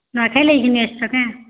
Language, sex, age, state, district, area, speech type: Odia, female, 18-30, Odisha, Bargarh, urban, conversation